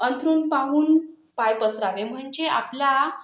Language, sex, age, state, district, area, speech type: Marathi, female, 18-30, Maharashtra, Akola, urban, spontaneous